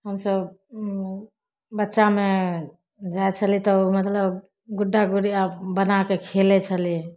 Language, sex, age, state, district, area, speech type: Maithili, female, 30-45, Bihar, Samastipur, rural, spontaneous